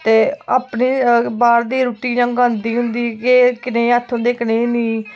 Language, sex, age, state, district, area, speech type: Dogri, female, 18-30, Jammu and Kashmir, Kathua, rural, spontaneous